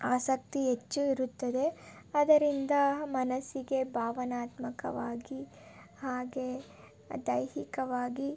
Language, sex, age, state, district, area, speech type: Kannada, female, 18-30, Karnataka, Tumkur, urban, spontaneous